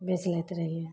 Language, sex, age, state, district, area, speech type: Maithili, female, 30-45, Bihar, Samastipur, rural, spontaneous